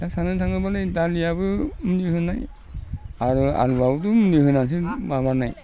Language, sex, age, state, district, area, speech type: Bodo, male, 60+, Assam, Udalguri, rural, spontaneous